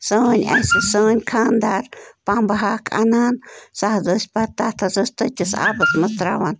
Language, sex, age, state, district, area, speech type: Kashmiri, female, 18-30, Jammu and Kashmir, Bandipora, rural, spontaneous